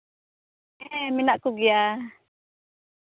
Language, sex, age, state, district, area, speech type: Santali, female, 18-30, Jharkhand, Pakur, rural, conversation